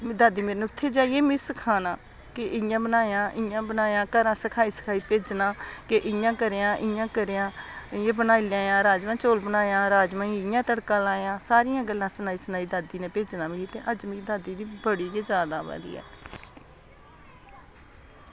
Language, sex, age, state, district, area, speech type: Dogri, female, 60+, Jammu and Kashmir, Samba, urban, spontaneous